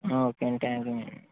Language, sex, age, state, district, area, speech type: Telugu, male, 18-30, Andhra Pradesh, West Godavari, rural, conversation